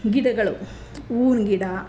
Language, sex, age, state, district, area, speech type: Kannada, female, 30-45, Karnataka, Chamarajanagar, rural, spontaneous